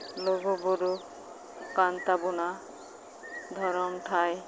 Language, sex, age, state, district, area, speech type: Santali, female, 30-45, West Bengal, Uttar Dinajpur, rural, spontaneous